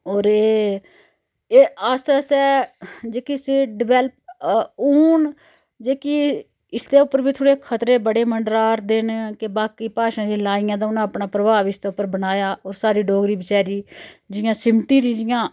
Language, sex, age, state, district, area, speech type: Dogri, female, 45-60, Jammu and Kashmir, Udhampur, rural, spontaneous